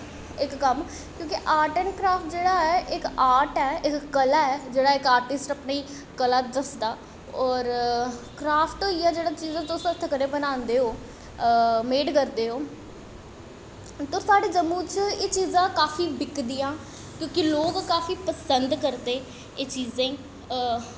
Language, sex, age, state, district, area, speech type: Dogri, female, 18-30, Jammu and Kashmir, Jammu, urban, spontaneous